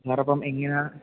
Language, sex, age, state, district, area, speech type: Malayalam, male, 18-30, Kerala, Idukki, rural, conversation